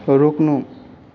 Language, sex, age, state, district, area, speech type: Nepali, male, 18-30, West Bengal, Darjeeling, rural, read